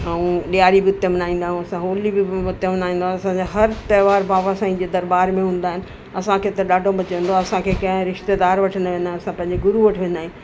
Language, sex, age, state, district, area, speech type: Sindhi, female, 60+, Delhi, South Delhi, urban, spontaneous